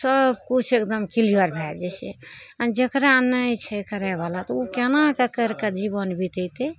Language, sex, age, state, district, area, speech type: Maithili, female, 60+, Bihar, Araria, rural, spontaneous